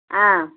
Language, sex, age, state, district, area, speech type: Kannada, female, 60+, Karnataka, Mysore, rural, conversation